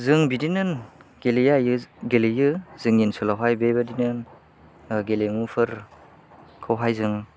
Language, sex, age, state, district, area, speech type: Bodo, male, 18-30, Assam, Chirang, urban, spontaneous